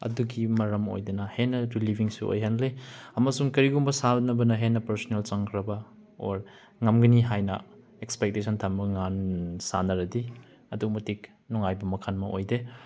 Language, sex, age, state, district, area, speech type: Manipuri, male, 30-45, Manipur, Chandel, rural, spontaneous